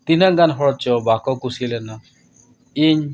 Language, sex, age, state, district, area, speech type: Santali, male, 60+, Odisha, Mayurbhanj, rural, spontaneous